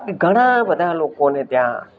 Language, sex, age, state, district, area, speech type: Gujarati, male, 60+, Gujarat, Rajkot, urban, spontaneous